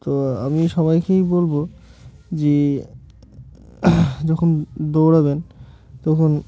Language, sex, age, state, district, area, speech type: Bengali, male, 18-30, West Bengal, Murshidabad, urban, spontaneous